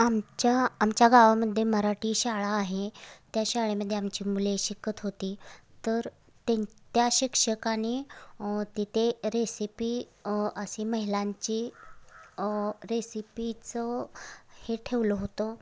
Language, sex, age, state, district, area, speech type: Marathi, female, 30-45, Maharashtra, Sangli, rural, spontaneous